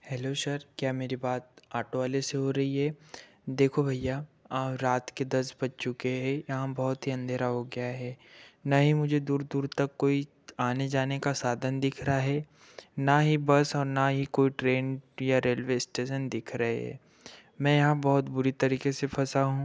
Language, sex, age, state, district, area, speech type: Hindi, male, 30-45, Madhya Pradesh, Betul, urban, spontaneous